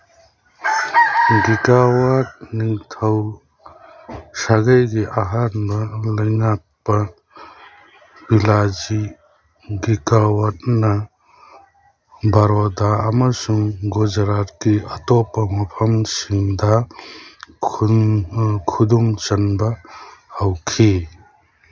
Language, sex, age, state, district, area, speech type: Manipuri, male, 45-60, Manipur, Churachandpur, rural, read